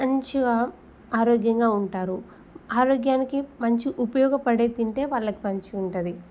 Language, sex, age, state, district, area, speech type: Telugu, female, 18-30, Telangana, Peddapalli, rural, spontaneous